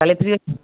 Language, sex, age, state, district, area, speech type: Odia, male, 18-30, Odisha, Balasore, rural, conversation